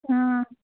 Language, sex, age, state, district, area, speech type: Assamese, female, 30-45, Assam, Sivasagar, rural, conversation